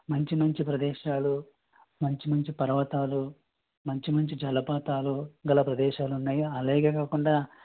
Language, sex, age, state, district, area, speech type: Telugu, male, 18-30, Andhra Pradesh, East Godavari, rural, conversation